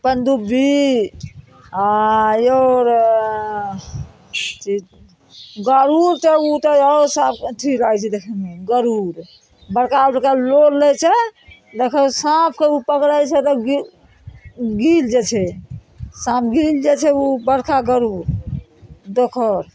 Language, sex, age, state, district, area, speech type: Maithili, female, 60+, Bihar, Araria, rural, spontaneous